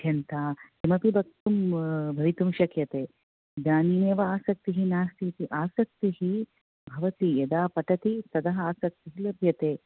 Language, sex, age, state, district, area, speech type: Sanskrit, female, 30-45, Karnataka, Bangalore Urban, urban, conversation